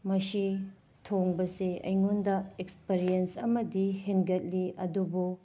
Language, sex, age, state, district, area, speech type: Manipuri, female, 30-45, Manipur, Tengnoupal, rural, spontaneous